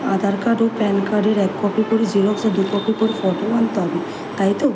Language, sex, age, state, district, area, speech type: Bengali, female, 18-30, West Bengal, Kolkata, urban, spontaneous